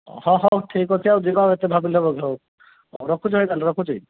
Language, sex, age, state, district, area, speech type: Odia, male, 30-45, Odisha, Kandhamal, rural, conversation